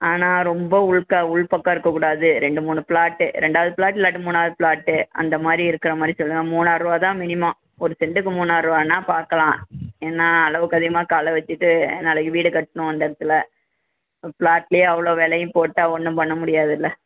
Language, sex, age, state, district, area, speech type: Tamil, female, 60+, Tamil Nadu, Perambalur, rural, conversation